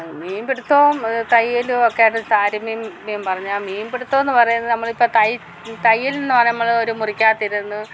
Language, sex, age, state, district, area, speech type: Malayalam, female, 60+, Kerala, Alappuzha, rural, spontaneous